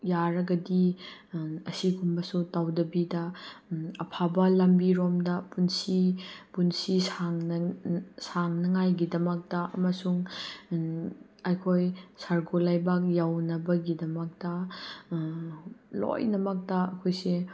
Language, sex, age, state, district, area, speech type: Manipuri, female, 30-45, Manipur, Chandel, rural, spontaneous